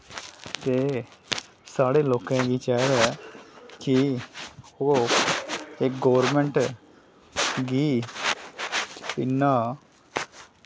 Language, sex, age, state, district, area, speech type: Dogri, male, 30-45, Jammu and Kashmir, Kathua, urban, spontaneous